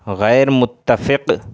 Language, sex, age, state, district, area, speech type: Urdu, male, 18-30, Bihar, Purnia, rural, read